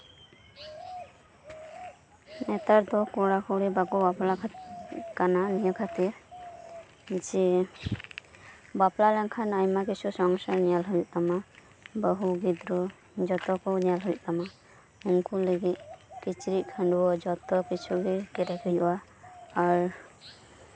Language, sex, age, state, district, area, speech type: Santali, female, 18-30, West Bengal, Birbhum, rural, spontaneous